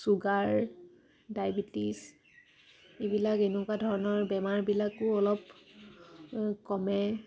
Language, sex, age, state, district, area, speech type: Assamese, female, 18-30, Assam, Dibrugarh, rural, spontaneous